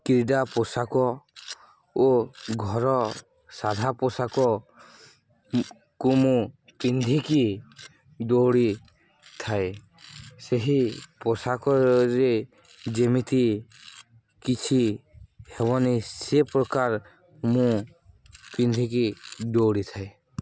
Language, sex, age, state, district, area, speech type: Odia, male, 18-30, Odisha, Balangir, urban, spontaneous